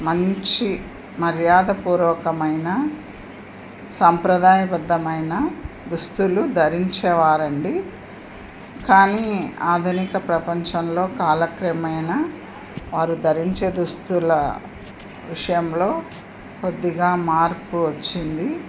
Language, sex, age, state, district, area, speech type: Telugu, female, 60+, Andhra Pradesh, Anantapur, urban, spontaneous